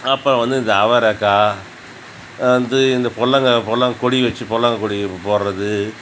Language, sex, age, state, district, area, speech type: Tamil, male, 45-60, Tamil Nadu, Cuddalore, rural, spontaneous